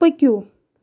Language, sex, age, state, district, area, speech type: Kashmiri, female, 18-30, Jammu and Kashmir, Bandipora, rural, read